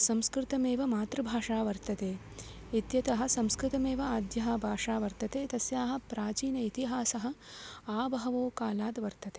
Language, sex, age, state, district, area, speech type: Sanskrit, female, 18-30, Tamil Nadu, Tiruchirappalli, urban, spontaneous